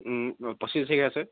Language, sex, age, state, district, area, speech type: Assamese, male, 18-30, Assam, Dibrugarh, urban, conversation